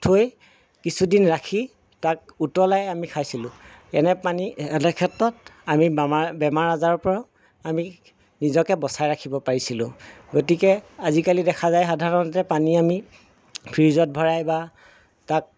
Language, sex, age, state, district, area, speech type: Assamese, male, 30-45, Assam, Golaghat, urban, spontaneous